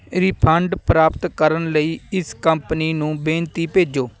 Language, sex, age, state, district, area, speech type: Punjabi, male, 18-30, Punjab, Fatehgarh Sahib, rural, read